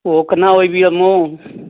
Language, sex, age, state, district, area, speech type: Manipuri, male, 60+, Manipur, Churachandpur, urban, conversation